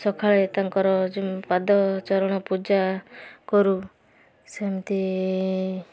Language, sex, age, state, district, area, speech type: Odia, female, 18-30, Odisha, Balasore, rural, spontaneous